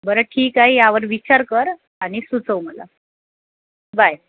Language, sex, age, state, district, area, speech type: Marathi, female, 30-45, Maharashtra, Wardha, rural, conversation